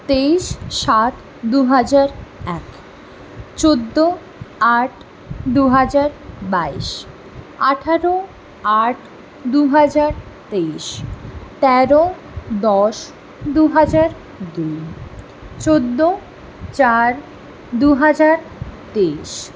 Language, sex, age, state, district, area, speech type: Bengali, female, 18-30, West Bengal, Purulia, urban, spontaneous